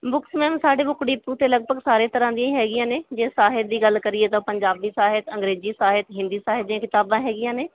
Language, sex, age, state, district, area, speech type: Punjabi, female, 18-30, Punjab, Bathinda, rural, conversation